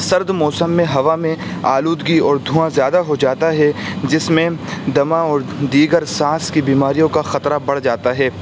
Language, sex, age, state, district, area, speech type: Urdu, male, 18-30, Uttar Pradesh, Saharanpur, urban, spontaneous